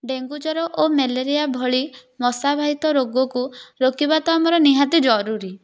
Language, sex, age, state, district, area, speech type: Odia, female, 18-30, Odisha, Puri, urban, spontaneous